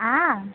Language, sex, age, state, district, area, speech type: Sanskrit, female, 18-30, Kerala, Malappuram, rural, conversation